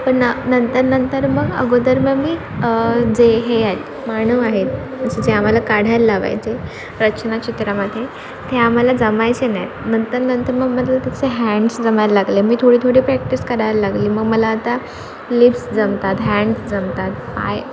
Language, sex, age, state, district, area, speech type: Marathi, female, 18-30, Maharashtra, Sindhudurg, rural, spontaneous